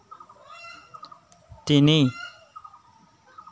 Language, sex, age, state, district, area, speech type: Assamese, male, 18-30, Assam, Jorhat, urban, read